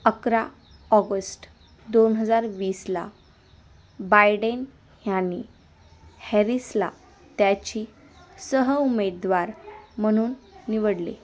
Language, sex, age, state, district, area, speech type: Marathi, female, 18-30, Maharashtra, Osmanabad, rural, read